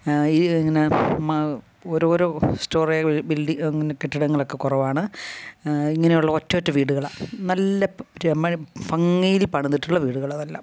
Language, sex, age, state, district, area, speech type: Malayalam, female, 60+, Kerala, Kasaragod, rural, spontaneous